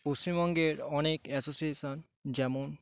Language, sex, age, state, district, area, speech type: Bengali, male, 18-30, West Bengal, Dakshin Dinajpur, urban, spontaneous